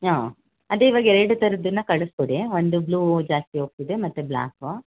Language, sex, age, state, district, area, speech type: Kannada, female, 45-60, Karnataka, Hassan, urban, conversation